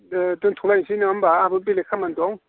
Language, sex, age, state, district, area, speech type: Bodo, male, 45-60, Assam, Udalguri, rural, conversation